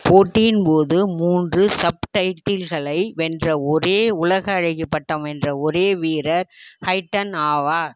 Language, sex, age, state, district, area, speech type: Tamil, female, 60+, Tamil Nadu, Tiruvarur, rural, read